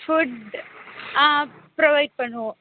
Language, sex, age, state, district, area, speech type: Tamil, female, 18-30, Tamil Nadu, Pudukkottai, rural, conversation